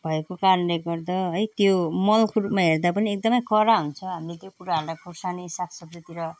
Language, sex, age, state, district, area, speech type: Nepali, female, 45-60, West Bengal, Jalpaiguri, rural, spontaneous